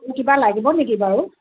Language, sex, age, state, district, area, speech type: Assamese, female, 60+, Assam, Dibrugarh, rural, conversation